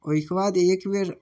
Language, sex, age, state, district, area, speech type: Maithili, male, 18-30, Bihar, Darbhanga, rural, spontaneous